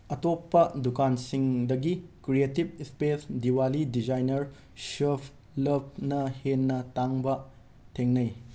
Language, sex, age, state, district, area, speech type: Manipuri, male, 18-30, Manipur, Imphal West, rural, read